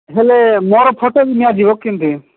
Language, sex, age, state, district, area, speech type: Odia, male, 45-60, Odisha, Nabarangpur, rural, conversation